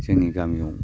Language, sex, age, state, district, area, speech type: Bodo, male, 45-60, Assam, Baksa, rural, spontaneous